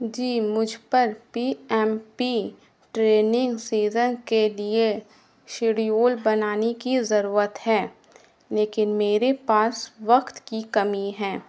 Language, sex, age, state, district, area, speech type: Urdu, female, 18-30, Bihar, Gaya, urban, spontaneous